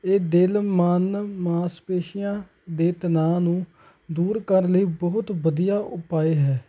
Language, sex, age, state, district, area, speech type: Punjabi, male, 18-30, Punjab, Hoshiarpur, rural, spontaneous